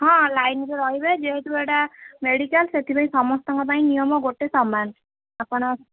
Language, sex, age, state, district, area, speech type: Odia, female, 30-45, Odisha, Sambalpur, rural, conversation